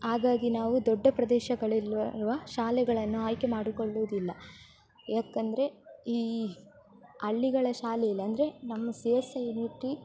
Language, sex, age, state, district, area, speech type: Kannada, female, 18-30, Karnataka, Udupi, rural, spontaneous